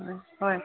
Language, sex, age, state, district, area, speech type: Assamese, female, 30-45, Assam, Sivasagar, rural, conversation